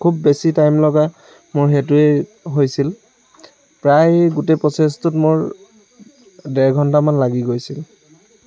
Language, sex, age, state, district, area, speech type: Assamese, male, 18-30, Assam, Lakhimpur, rural, spontaneous